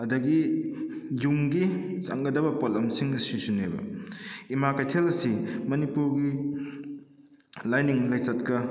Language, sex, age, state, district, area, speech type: Manipuri, male, 30-45, Manipur, Kakching, rural, spontaneous